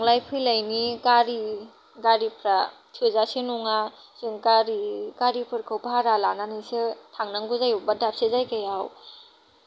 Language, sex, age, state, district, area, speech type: Bodo, female, 18-30, Assam, Kokrajhar, rural, spontaneous